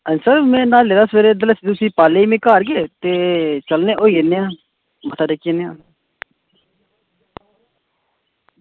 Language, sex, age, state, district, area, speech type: Dogri, male, 18-30, Jammu and Kashmir, Samba, rural, conversation